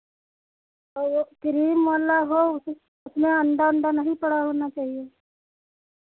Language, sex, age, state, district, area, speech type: Hindi, female, 60+, Uttar Pradesh, Sitapur, rural, conversation